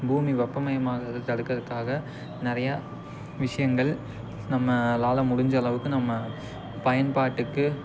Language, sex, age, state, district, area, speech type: Tamil, male, 18-30, Tamil Nadu, Tiruppur, rural, spontaneous